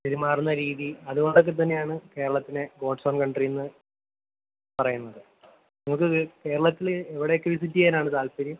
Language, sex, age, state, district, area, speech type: Malayalam, male, 18-30, Kerala, Kottayam, rural, conversation